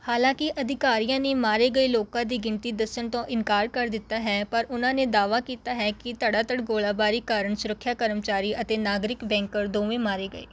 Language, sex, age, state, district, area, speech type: Punjabi, female, 18-30, Punjab, Rupnagar, rural, read